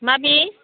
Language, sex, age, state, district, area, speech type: Bodo, female, 45-60, Assam, Udalguri, rural, conversation